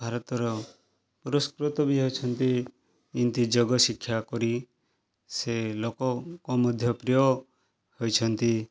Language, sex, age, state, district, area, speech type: Odia, male, 30-45, Odisha, Kalahandi, rural, spontaneous